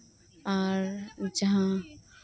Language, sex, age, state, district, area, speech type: Santali, female, 18-30, West Bengal, Birbhum, rural, spontaneous